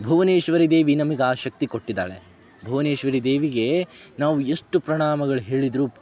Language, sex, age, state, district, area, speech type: Kannada, male, 18-30, Karnataka, Dharwad, urban, spontaneous